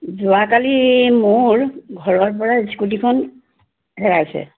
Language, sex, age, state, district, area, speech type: Assamese, female, 60+, Assam, Lakhimpur, urban, conversation